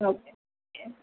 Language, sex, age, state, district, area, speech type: Gujarati, female, 30-45, Gujarat, Morbi, urban, conversation